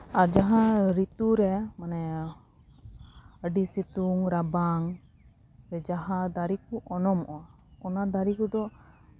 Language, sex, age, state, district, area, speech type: Santali, female, 30-45, West Bengal, Paschim Bardhaman, rural, spontaneous